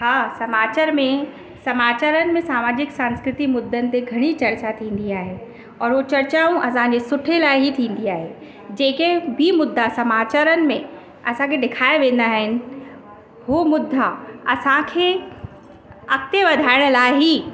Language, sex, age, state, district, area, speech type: Sindhi, female, 30-45, Uttar Pradesh, Lucknow, urban, spontaneous